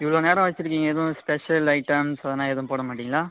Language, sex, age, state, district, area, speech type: Tamil, male, 18-30, Tamil Nadu, Cuddalore, rural, conversation